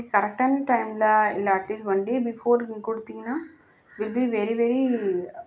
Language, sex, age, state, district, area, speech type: Tamil, female, 45-60, Tamil Nadu, Kanchipuram, urban, spontaneous